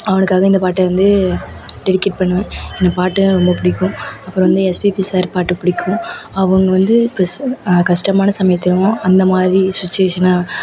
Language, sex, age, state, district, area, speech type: Tamil, female, 18-30, Tamil Nadu, Thanjavur, urban, spontaneous